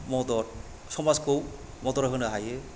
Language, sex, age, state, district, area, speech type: Bodo, male, 45-60, Assam, Kokrajhar, rural, spontaneous